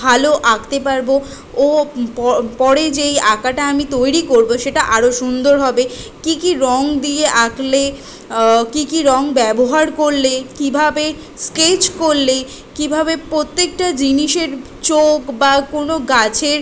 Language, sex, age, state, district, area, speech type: Bengali, female, 18-30, West Bengal, Kolkata, urban, spontaneous